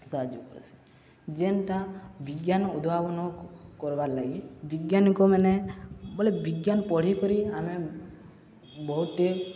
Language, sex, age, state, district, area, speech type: Odia, male, 18-30, Odisha, Subarnapur, urban, spontaneous